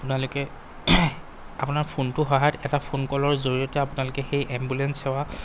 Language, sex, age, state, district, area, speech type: Assamese, male, 30-45, Assam, Golaghat, urban, spontaneous